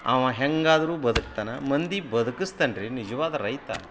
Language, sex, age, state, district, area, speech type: Kannada, male, 45-60, Karnataka, Koppal, rural, spontaneous